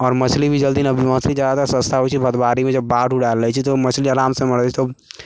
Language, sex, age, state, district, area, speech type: Maithili, male, 45-60, Bihar, Sitamarhi, urban, spontaneous